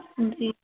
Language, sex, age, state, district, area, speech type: Urdu, female, 30-45, Uttar Pradesh, Lucknow, urban, conversation